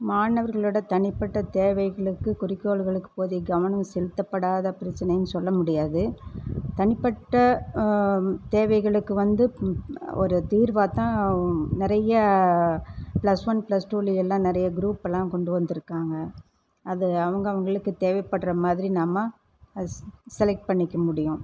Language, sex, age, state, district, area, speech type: Tamil, female, 60+, Tamil Nadu, Erode, urban, spontaneous